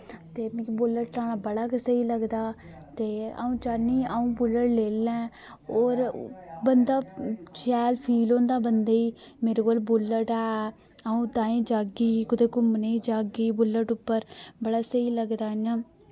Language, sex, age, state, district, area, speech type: Dogri, female, 18-30, Jammu and Kashmir, Reasi, rural, spontaneous